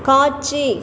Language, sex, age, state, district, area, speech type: Tamil, female, 60+, Tamil Nadu, Perambalur, rural, read